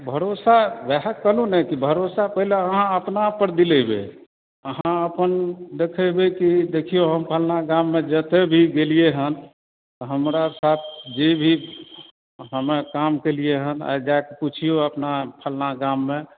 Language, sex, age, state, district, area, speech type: Maithili, male, 60+, Bihar, Supaul, urban, conversation